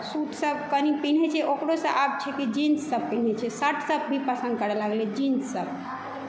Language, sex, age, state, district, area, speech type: Maithili, female, 18-30, Bihar, Saharsa, rural, spontaneous